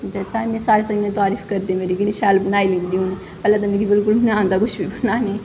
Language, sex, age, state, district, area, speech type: Dogri, female, 18-30, Jammu and Kashmir, Kathua, rural, spontaneous